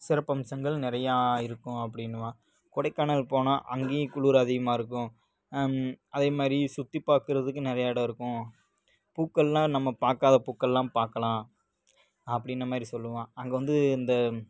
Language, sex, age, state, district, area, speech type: Tamil, male, 18-30, Tamil Nadu, Tiruppur, rural, spontaneous